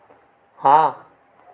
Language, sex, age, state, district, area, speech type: Hindi, male, 45-60, Madhya Pradesh, Betul, rural, read